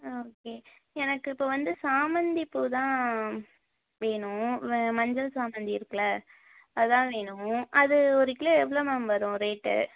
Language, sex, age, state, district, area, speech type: Tamil, female, 30-45, Tamil Nadu, Tiruvarur, rural, conversation